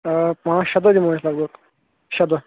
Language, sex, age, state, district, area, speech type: Kashmiri, male, 30-45, Jammu and Kashmir, Kulgam, rural, conversation